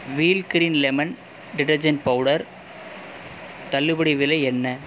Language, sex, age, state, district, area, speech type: Tamil, male, 18-30, Tamil Nadu, Pudukkottai, rural, read